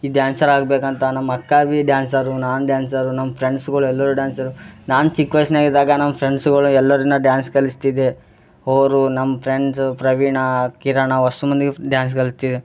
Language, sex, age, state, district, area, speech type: Kannada, male, 18-30, Karnataka, Gulbarga, urban, spontaneous